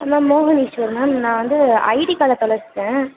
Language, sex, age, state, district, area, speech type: Tamil, male, 18-30, Tamil Nadu, Sivaganga, rural, conversation